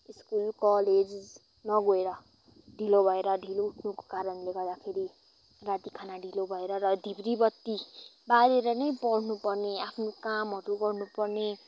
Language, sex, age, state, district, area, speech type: Nepali, female, 18-30, West Bengal, Kalimpong, rural, spontaneous